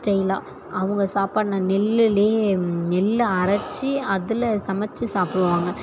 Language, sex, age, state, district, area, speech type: Tamil, female, 18-30, Tamil Nadu, Thanjavur, rural, spontaneous